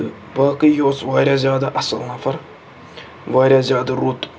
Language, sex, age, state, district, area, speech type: Kashmiri, male, 45-60, Jammu and Kashmir, Srinagar, urban, spontaneous